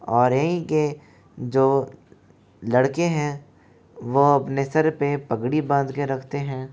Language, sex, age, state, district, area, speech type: Hindi, male, 60+, Rajasthan, Jaipur, urban, spontaneous